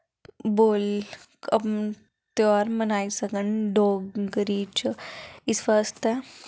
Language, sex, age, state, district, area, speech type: Dogri, female, 18-30, Jammu and Kashmir, Samba, urban, spontaneous